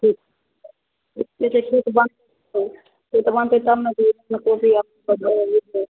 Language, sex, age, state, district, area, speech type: Maithili, female, 60+, Bihar, Supaul, urban, conversation